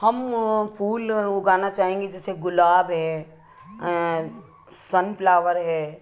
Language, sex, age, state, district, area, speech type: Hindi, female, 60+, Madhya Pradesh, Ujjain, urban, spontaneous